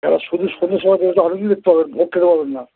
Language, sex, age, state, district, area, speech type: Bengali, male, 60+, West Bengal, Dakshin Dinajpur, rural, conversation